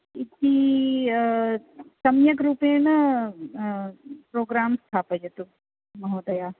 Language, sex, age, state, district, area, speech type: Sanskrit, female, 45-60, Rajasthan, Jaipur, rural, conversation